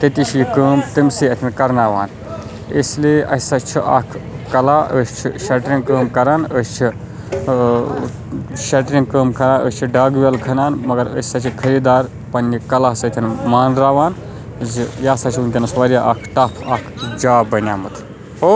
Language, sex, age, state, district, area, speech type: Kashmiri, male, 30-45, Jammu and Kashmir, Baramulla, rural, spontaneous